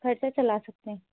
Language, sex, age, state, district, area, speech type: Urdu, female, 18-30, Delhi, North West Delhi, urban, conversation